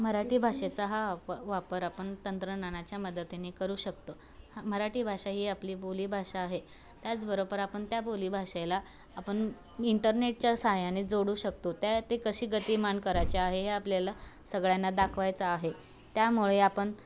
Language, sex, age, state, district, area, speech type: Marathi, female, 18-30, Maharashtra, Osmanabad, rural, spontaneous